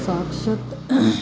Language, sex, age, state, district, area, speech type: Punjabi, female, 45-60, Punjab, Muktsar, urban, read